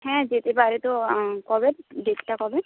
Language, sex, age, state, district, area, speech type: Bengali, female, 45-60, West Bengal, Jhargram, rural, conversation